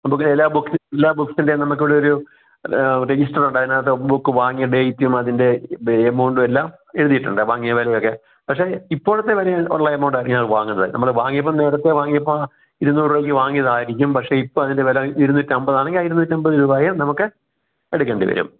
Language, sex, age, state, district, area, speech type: Malayalam, male, 60+, Kerala, Kottayam, rural, conversation